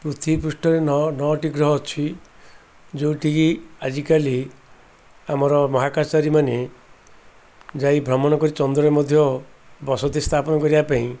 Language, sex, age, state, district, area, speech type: Odia, male, 60+, Odisha, Ganjam, urban, spontaneous